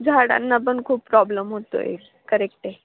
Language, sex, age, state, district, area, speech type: Marathi, female, 18-30, Maharashtra, Nashik, urban, conversation